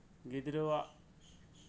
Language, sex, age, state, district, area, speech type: Santali, male, 18-30, West Bengal, Birbhum, rural, spontaneous